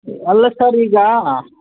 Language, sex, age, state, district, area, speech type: Kannada, male, 18-30, Karnataka, Kolar, rural, conversation